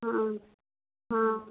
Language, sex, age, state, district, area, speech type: Urdu, female, 45-60, Uttar Pradesh, Rampur, urban, conversation